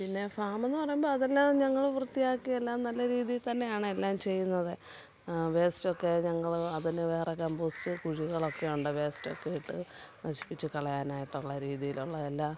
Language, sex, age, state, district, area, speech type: Malayalam, female, 45-60, Kerala, Kottayam, rural, spontaneous